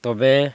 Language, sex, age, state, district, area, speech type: Santali, male, 45-60, Jharkhand, Bokaro, rural, spontaneous